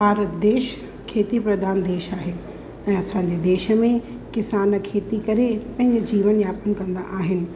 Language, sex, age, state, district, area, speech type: Sindhi, female, 30-45, Rajasthan, Ajmer, rural, spontaneous